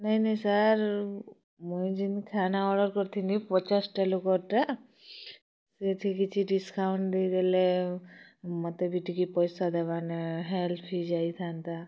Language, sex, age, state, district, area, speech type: Odia, female, 30-45, Odisha, Kalahandi, rural, spontaneous